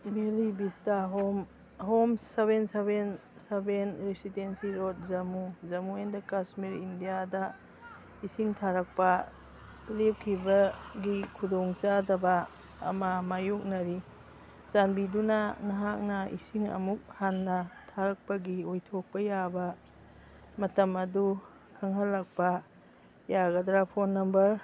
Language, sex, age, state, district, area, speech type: Manipuri, female, 60+, Manipur, Churachandpur, urban, read